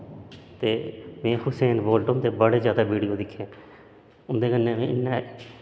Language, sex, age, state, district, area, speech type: Dogri, male, 30-45, Jammu and Kashmir, Udhampur, urban, spontaneous